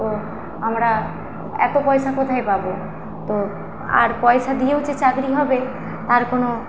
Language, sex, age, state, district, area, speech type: Bengali, female, 18-30, West Bengal, Paschim Medinipur, rural, spontaneous